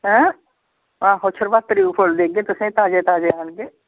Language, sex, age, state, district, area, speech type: Dogri, female, 60+, Jammu and Kashmir, Samba, urban, conversation